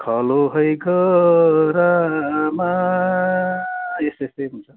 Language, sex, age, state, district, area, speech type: Nepali, male, 45-60, West Bengal, Darjeeling, rural, conversation